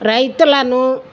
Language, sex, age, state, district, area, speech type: Telugu, female, 60+, Andhra Pradesh, Guntur, rural, spontaneous